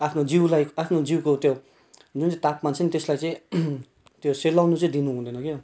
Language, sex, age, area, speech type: Nepali, male, 18-30, rural, spontaneous